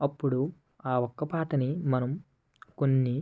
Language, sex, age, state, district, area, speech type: Telugu, male, 18-30, Andhra Pradesh, West Godavari, rural, spontaneous